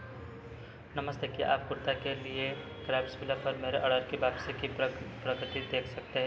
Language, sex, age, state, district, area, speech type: Hindi, male, 18-30, Madhya Pradesh, Seoni, urban, read